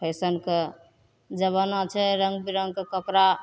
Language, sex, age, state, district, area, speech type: Maithili, female, 45-60, Bihar, Begusarai, rural, spontaneous